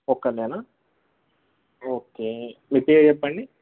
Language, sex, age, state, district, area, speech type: Telugu, male, 18-30, Telangana, Nalgonda, urban, conversation